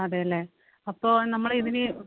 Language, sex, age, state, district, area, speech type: Malayalam, female, 18-30, Kerala, Kannur, rural, conversation